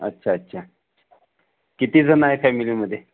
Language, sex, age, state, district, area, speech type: Marathi, male, 45-60, Maharashtra, Amravati, rural, conversation